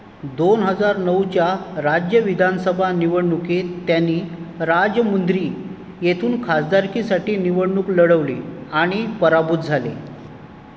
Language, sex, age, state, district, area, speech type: Marathi, male, 45-60, Maharashtra, Raigad, urban, read